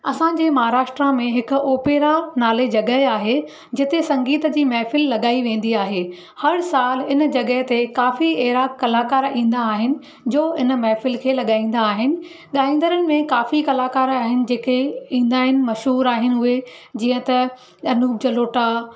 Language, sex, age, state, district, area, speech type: Sindhi, female, 45-60, Maharashtra, Thane, urban, spontaneous